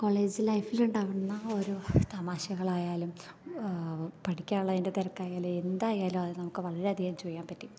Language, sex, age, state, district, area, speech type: Malayalam, female, 18-30, Kerala, Thrissur, rural, spontaneous